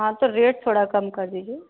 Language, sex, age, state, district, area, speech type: Hindi, female, 18-30, Uttar Pradesh, Ghazipur, rural, conversation